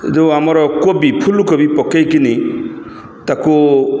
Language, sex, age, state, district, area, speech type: Odia, male, 60+, Odisha, Kendrapara, urban, spontaneous